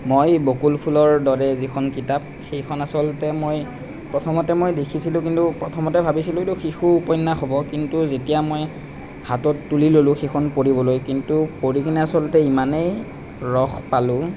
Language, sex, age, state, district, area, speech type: Assamese, male, 30-45, Assam, Nalbari, rural, spontaneous